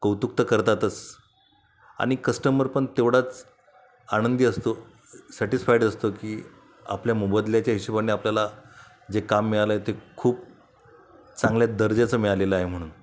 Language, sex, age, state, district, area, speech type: Marathi, male, 45-60, Maharashtra, Buldhana, rural, spontaneous